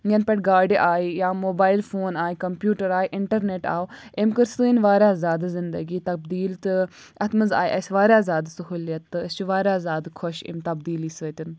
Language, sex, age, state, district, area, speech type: Kashmiri, female, 18-30, Jammu and Kashmir, Bandipora, rural, spontaneous